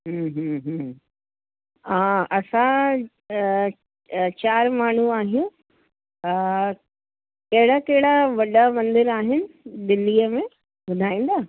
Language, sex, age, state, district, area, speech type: Sindhi, female, 45-60, Delhi, South Delhi, urban, conversation